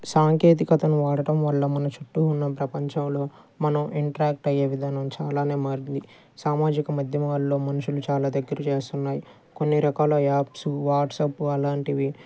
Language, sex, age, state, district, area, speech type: Telugu, male, 30-45, Andhra Pradesh, Guntur, urban, spontaneous